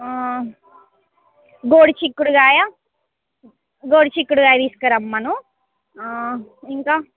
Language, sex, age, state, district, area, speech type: Telugu, female, 18-30, Andhra Pradesh, Srikakulam, urban, conversation